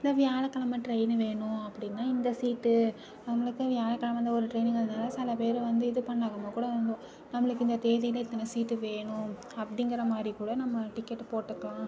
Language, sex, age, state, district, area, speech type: Tamil, female, 30-45, Tamil Nadu, Nagapattinam, rural, spontaneous